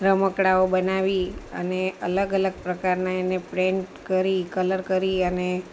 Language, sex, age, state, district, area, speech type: Gujarati, female, 45-60, Gujarat, Valsad, rural, spontaneous